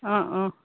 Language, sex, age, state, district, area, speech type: Assamese, female, 30-45, Assam, Sivasagar, rural, conversation